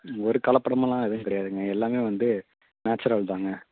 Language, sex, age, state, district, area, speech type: Tamil, male, 30-45, Tamil Nadu, Nagapattinam, rural, conversation